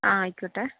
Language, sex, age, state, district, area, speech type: Malayalam, female, 30-45, Kerala, Kozhikode, urban, conversation